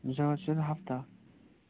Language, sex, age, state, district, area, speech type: Kashmiri, male, 30-45, Jammu and Kashmir, Srinagar, urban, conversation